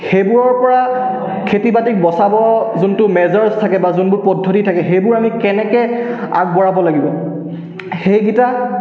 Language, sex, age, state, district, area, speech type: Assamese, male, 18-30, Assam, Charaideo, urban, spontaneous